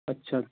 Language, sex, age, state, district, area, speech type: Punjabi, male, 18-30, Punjab, Patiala, rural, conversation